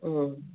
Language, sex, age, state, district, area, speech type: Kannada, female, 60+, Karnataka, Gulbarga, urban, conversation